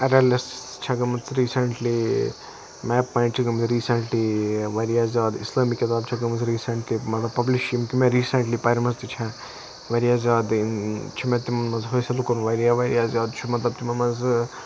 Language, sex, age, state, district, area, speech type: Kashmiri, male, 18-30, Jammu and Kashmir, Budgam, rural, spontaneous